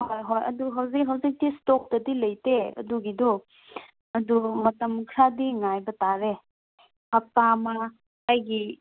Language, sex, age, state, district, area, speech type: Manipuri, female, 18-30, Manipur, Kangpokpi, urban, conversation